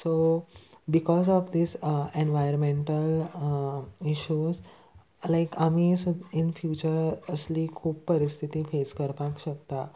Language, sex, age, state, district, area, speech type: Goan Konkani, male, 18-30, Goa, Salcete, urban, spontaneous